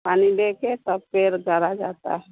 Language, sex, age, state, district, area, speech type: Hindi, female, 45-60, Bihar, Vaishali, rural, conversation